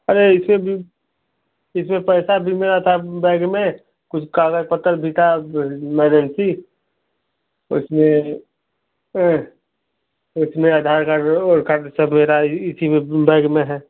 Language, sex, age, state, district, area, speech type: Hindi, male, 45-60, Uttar Pradesh, Chandauli, rural, conversation